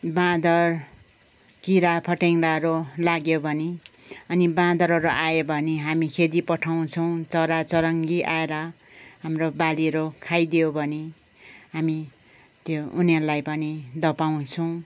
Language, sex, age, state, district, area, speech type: Nepali, female, 60+, West Bengal, Kalimpong, rural, spontaneous